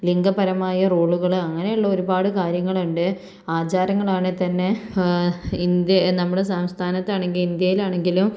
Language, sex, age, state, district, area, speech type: Malayalam, female, 45-60, Kerala, Kozhikode, urban, spontaneous